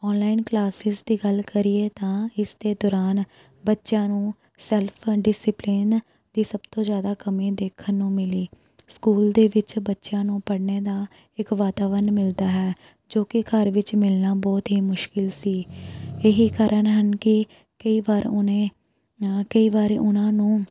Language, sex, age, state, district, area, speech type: Punjabi, female, 30-45, Punjab, Shaheed Bhagat Singh Nagar, rural, spontaneous